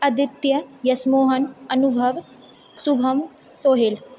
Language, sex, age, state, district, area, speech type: Maithili, female, 30-45, Bihar, Purnia, urban, spontaneous